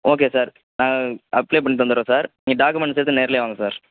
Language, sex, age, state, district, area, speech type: Tamil, male, 18-30, Tamil Nadu, Sivaganga, rural, conversation